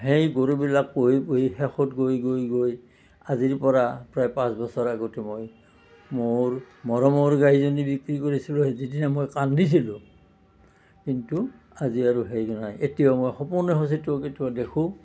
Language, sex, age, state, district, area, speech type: Assamese, male, 60+, Assam, Nalbari, rural, spontaneous